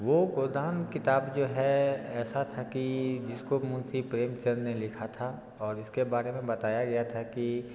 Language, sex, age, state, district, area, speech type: Hindi, male, 30-45, Bihar, Darbhanga, rural, spontaneous